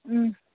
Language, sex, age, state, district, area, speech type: Manipuri, female, 18-30, Manipur, Senapati, rural, conversation